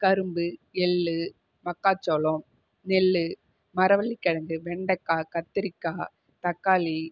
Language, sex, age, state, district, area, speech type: Tamil, female, 30-45, Tamil Nadu, Viluppuram, urban, spontaneous